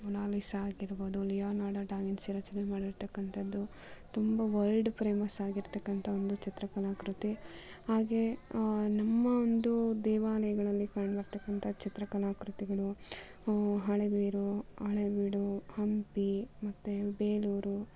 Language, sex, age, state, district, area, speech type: Kannada, female, 30-45, Karnataka, Kolar, rural, spontaneous